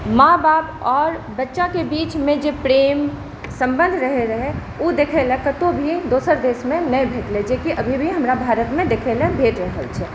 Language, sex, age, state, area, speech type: Maithili, female, 45-60, Bihar, urban, spontaneous